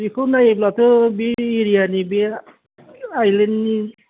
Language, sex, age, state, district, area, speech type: Bodo, male, 45-60, Assam, Chirang, urban, conversation